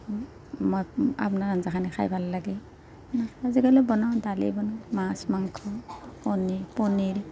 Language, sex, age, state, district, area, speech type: Assamese, female, 60+, Assam, Morigaon, rural, spontaneous